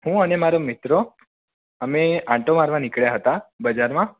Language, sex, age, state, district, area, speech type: Gujarati, male, 30-45, Gujarat, Mehsana, rural, conversation